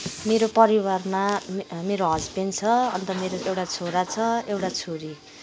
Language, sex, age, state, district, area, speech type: Nepali, female, 45-60, West Bengal, Kalimpong, rural, spontaneous